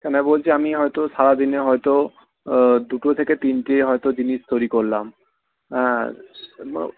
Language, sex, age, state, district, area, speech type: Bengali, male, 30-45, West Bengal, Purulia, urban, conversation